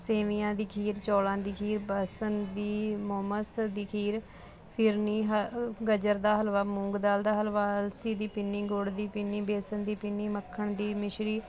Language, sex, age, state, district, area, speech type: Punjabi, female, 30-45, Punjab, Ludhiana, urban, spontaneous